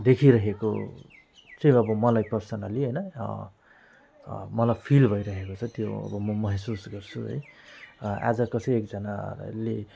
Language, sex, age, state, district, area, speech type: Nepali, male, 45-60, West Bengal, Alipurduar, rural, spontaneous